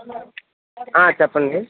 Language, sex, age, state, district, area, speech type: Telugu, male, 18-30, Andhra Pradesh, Visakhapatnam, rural, conversation